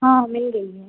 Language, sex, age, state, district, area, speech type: Hindi, female, 18-30, Madhya Pradesh, Betul, rural, conversation